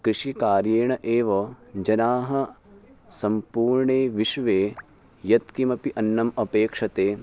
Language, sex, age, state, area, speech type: Sanskrit, male, 18-30, Uttarakhand, urban, spontaneous